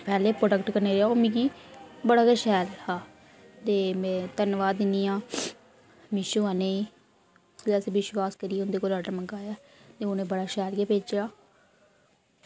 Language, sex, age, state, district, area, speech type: Dogri, female, 45-60, Jammu and Kashmir, Reasi, rural, spontaneous